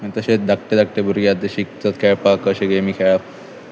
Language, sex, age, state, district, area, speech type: Goan Konkani, male, 18-30, Goa, Pernem, rural, spontaneous